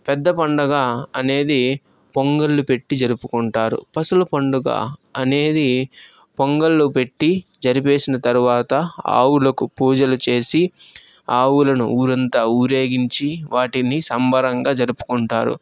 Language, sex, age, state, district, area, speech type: Telugu, male, 18-30, Andhra Pradesh, Chittoor, rural, spontaneous